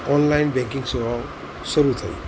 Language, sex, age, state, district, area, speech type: Gujarati, male, 45-60, Gujarat, Ahmedabad, urban, spontaneous